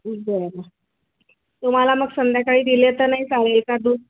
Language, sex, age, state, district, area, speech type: Marathi, female, 45-60, Maharashtra, Nagpur, urban, conversation